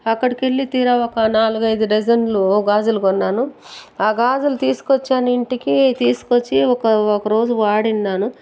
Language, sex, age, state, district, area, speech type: Telugu, female, 45-60, Andhra Pradesh, Chittoor, rural, spontaneous